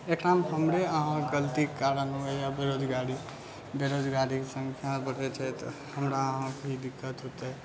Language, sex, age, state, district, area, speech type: Maithili, male, 60+, Bihar, Purnia, urban, spontaneous